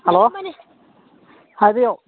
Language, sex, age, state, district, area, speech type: Manipuri, male, 45-60, Manipur, Churachandpur, rural, conversation